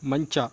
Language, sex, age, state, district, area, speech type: Kannada, male, 18-30, Karnataka, Mysore, rural, read